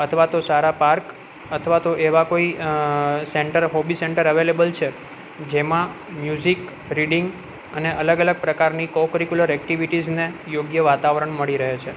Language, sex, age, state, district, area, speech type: Gujarati, male, 30-45, Gujarat, Junagadh, urban, spontaneous